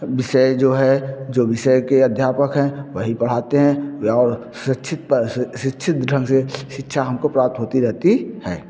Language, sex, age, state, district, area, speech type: Hindi, male, 45-60, Uttar Pradesh, Bhadohi, urban, spontaneous